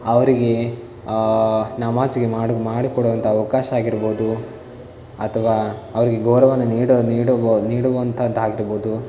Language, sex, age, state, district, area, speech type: Kannada, male, 18-30, Karnataka, Davanagere, rural, spontaneous